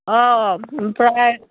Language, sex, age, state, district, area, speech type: Bodo, female, 60+, Assam, Baksa, rural, conversation